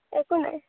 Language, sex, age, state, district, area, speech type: Assamese, female, 18-30, Assam, Majuli, urban, conversation